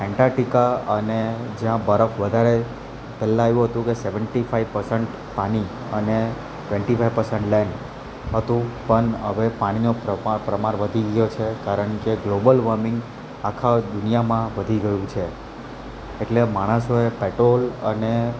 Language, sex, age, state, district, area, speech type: Gujarati, male, 30-45, Gujarat, Valsad, rural, spontaneous